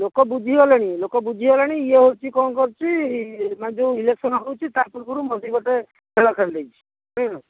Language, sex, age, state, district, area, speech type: Odia, male, 60+, Odisha, Bhadrak, rural, conversation